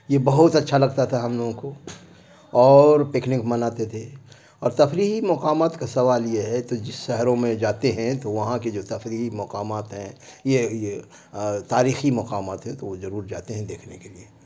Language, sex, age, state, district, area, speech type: Urdu, male, 60+, Bihar, Khagaria, rural, spontaneous